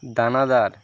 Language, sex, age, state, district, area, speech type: Bengali, male, 18-30, West Bengal, Birbhum, urban, spontaneous